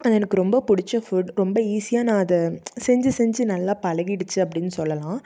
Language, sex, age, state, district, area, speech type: Tamil, female, 18-30, Tamil Nadu, Tiruppur, rural, spontaneous